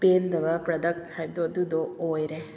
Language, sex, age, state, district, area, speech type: Manipuri, female, 30-45, Manipur, Kakching, rural, spontaneous